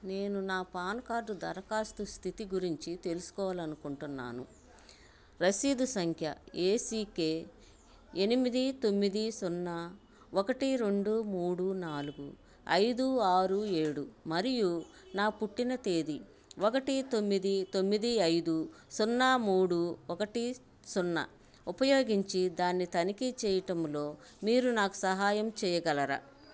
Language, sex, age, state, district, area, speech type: Telugu, female, 45-60, Andhra Pradesh, Bapatla, urban, read